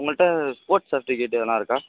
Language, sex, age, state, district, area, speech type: Tamil, male, 18-30, Tamil Nadu, Virudhunagar, urban, conversation